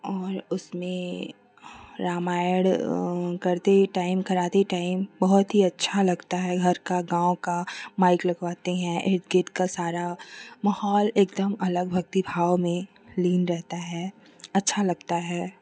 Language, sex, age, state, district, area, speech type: Hindi, female, 30-45, Uttar Pradesh, Chandauli, urban, spontaneous